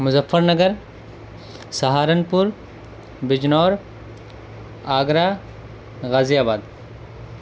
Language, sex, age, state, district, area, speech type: Urdu, male, 30-45, Delhi, South Delhi, urban, spontaneous